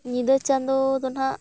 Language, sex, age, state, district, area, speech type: Santali, female, 18-30, Jharkhand, Bokaro, rural, spontaneous